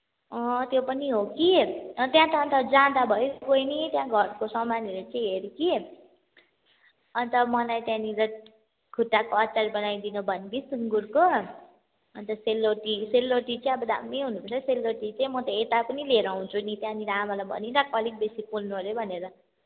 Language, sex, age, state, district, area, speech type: Nepali, female, 18-30, West Bengal, Kalimpong, rural, conversation